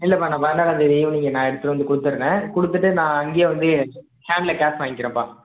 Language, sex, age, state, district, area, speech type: Tamil, male, 18-30, Tamil Nadu, Perambalur, rural, conversation